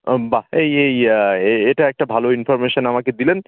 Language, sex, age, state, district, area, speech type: Bengali, male, 30-45, West Bengal, Howrah, urban, conversation